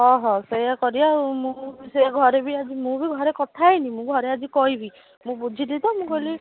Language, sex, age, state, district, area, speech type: Odia, female, 30-45, Odisha, Puri, urban, conversation